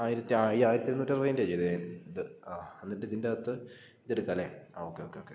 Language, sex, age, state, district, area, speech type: Malayalam, male, 18-30, Kerala, Idukki, rural, spontaneous